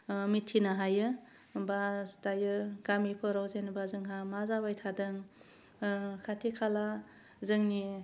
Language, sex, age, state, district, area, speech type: Bodo, female, 30-45, Assam, Udalguri, urban, spontaneous